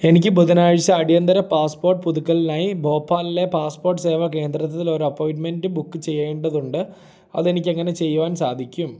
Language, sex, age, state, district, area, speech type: Malayalam, male, 18-30, Kerala, Idukki, rural, read